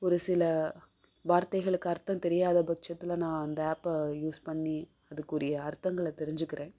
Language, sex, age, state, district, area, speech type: Tamil, female, 45-60, Tamil Nadu, Madurai, urban, spontaneous